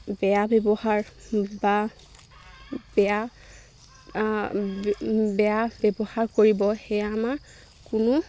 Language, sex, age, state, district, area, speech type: Assamese, female, 18-30, Assam, Golaghat, urban, spontaneous